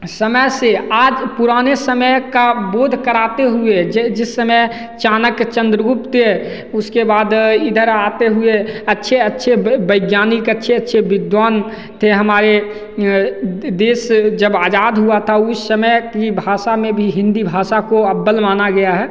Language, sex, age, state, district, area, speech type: Hindi, male, 18-30, Bihar, Begusarai, rural, spontaneous